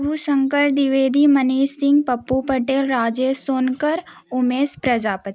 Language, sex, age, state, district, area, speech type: Hindi, female, 18-30, Uttar Pradesh, Jaunpur, urban, spontaneous